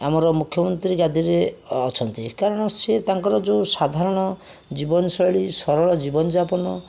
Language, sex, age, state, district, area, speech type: Odia, male, 60+, Odisha, Jajpur, rural, spontaneous